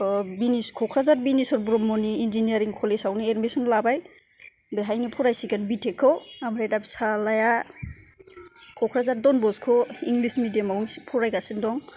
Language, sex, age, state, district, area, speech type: Bodo, female, 45-60, Assam, Kokrajhar, urban, spontaneous